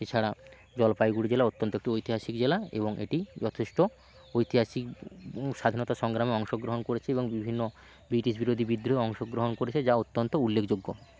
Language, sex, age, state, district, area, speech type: Bengali, male, 18-30, West Bengal, Jalpaiguri, rural, spontaneous